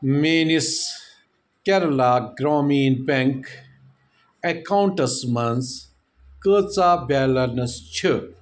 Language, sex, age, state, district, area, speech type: Kashmiri, male, 45-60, Jammu and Kashmir, Bandipora, rural, read